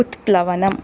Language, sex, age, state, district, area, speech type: Sanskrit, female, 30-45, Karnataka, Bangalore Urban, urban, read